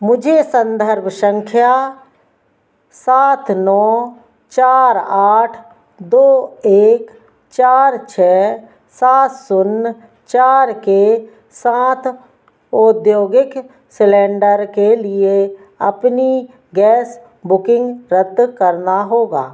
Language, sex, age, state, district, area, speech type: Hindi, female, 45-60, Madhya Pradesh, Narsinghpur, rural, read